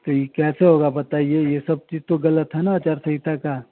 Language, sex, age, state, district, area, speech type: Hindi, male, 30-45, Bihar, Vaishali, urban, conversation